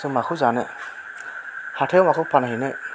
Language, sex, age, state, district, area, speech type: Bodo, male, 30-45, Assam, Chirang, rural, spontaneous